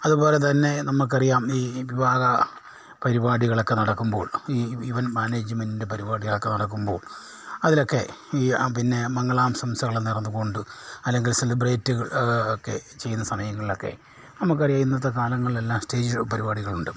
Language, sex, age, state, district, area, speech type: Malayalam, male, 60+, Kerala, Kollam, rural, spontaneous